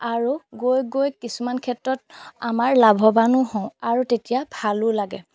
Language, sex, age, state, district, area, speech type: Assamese, female, 30-45, Assam, Golaghat, rural, spontaneous